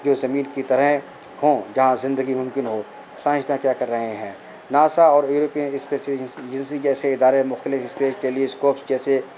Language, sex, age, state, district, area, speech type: Urdu, male, 45-60, Uttar Pradesh, Rampur, urban, spontaneous